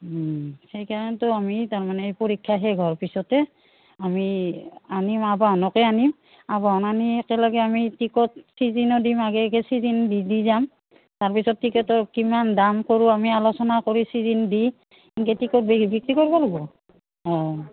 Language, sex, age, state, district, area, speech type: Assamese, female, 45-60, Assam, Udalguri, rural, conversation